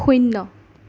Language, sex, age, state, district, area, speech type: Assamese, female, 30-45, Assam, Darrang, rural, read